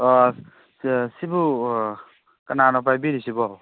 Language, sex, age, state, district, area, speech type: Manipuri, male, 45-60, Manipur, Thoubal, rural, conversation